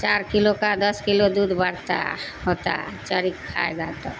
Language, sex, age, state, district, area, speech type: Urdu, female, 60+, Bihar, Darbhanga, rural, spontaneous